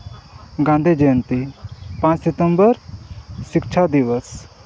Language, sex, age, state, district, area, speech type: Santali, male, 30-45, Jharkhand, Seraikela Kharsawan, rural, spontaneous